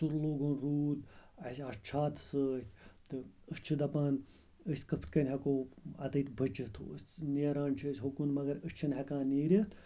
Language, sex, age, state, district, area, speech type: Kashmiri, male, 30-45, Jammu and Kashmir, Srinagar, urban, spontaneous